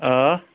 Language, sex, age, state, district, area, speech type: Kashmiri, male, 30-45, Jammu and Kashmir, Shopian, rural, conversation